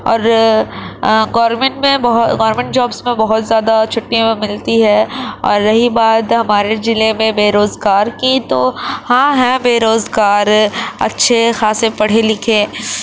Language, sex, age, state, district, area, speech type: Urdu, female, 30-45, Uttar Pradesh, Gautam Buddha Nagar, urban, spontaneous